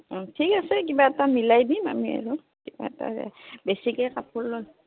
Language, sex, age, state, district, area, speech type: Assamese, female, 45-60, Assam, Nalbari, rural, conversation